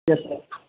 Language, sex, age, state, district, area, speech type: Kashmiri, male, 18-30, Jammu and Kashmir, Shopian, rural, conversation